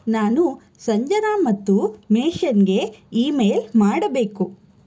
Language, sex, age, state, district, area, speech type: Kannada, female, 30-45, Karnataka, Chikkaballapur, urban, read